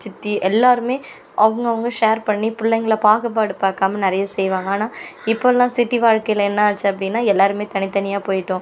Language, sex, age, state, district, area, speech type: Tamil, female, 45-60, Tamil Nadu, Cuddalore, rural, spontaneous